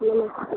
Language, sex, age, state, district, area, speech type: Hindi, female, 30-45, Uttar Pradesh, Mau, rural, conversation